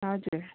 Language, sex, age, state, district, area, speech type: Nepali, female, 30-45, West Bengal, Darjeeling, rural, conversation